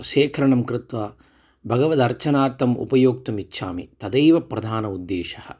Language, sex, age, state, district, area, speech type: Sanskrit, male, 45-60, Tamil Nadu, Coimbatore, urban, spontaneous